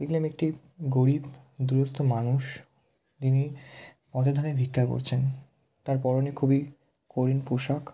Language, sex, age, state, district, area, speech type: Bengali, male, 18-30, West Bengal, South 24 Parganas, rural, spontaneous